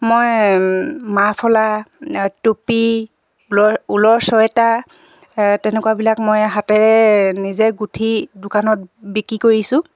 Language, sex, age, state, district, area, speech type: Assamese, female, 45-60, Assam, Dibrugarh, rural, spontaneous